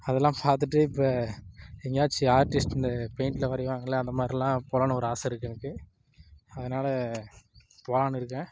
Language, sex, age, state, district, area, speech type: Tamil, male, 18-30, Tamil Nadu, Dharmapuri, rural, spontaneous